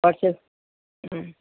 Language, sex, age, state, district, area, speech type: Bengali, female, 60+, West Bengal, Paschim Bardhaman, urban, conversation